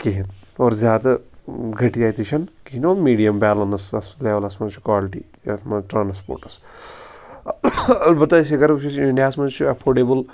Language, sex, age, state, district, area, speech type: Kashmiri, male, 18-30, Jammu and Kashmir, Pulwama, rural, spontaneous